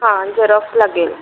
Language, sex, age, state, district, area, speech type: Marathi, female, 30-45, Maharashtra, Wardha, rural, conversation